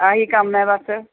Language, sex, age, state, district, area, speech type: Punjabi, female, 45-60, Punjab, Mohali, urban, conversation